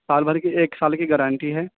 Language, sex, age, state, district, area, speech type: Urdu, male, 18-30, Uttar Pradesh, Saharanpur, urban, conversation